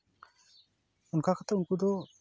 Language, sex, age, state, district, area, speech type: Santali, male, 30-45, West Bengal, Jhargram, rural, spontaneous